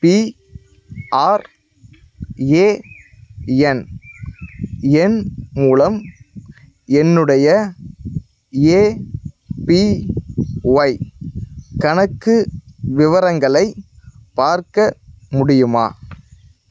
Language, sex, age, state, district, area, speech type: Tamil, male, 18-30, Tamil Nadu, Nagapattinam, rural, read